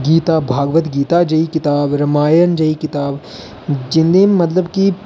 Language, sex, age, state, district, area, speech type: Dogri, male, 18-30, Jammu and Kashmir, Reasi, rural, spontaneous